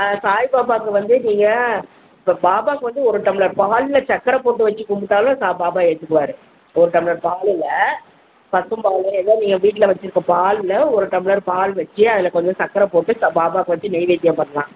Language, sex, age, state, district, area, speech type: Tamil, female, 60+, Tamil Nadu, Virudhunagar, rural, conversation